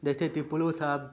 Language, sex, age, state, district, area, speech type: Hindi, male, 18-30, Bihar, Begusarai, rural, spontaneous